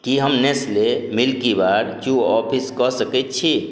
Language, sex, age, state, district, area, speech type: Maithili, male, 60+, Bihar, Madhubani, rural, read